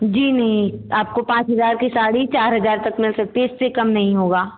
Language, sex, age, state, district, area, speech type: Hindi, female, 18-30, Uttar Pradesh, Bhadohi, rural, conversation